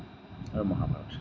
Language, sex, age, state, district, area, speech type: Assamese, male, 30-45, Assam, Majuli, urban, spontaneous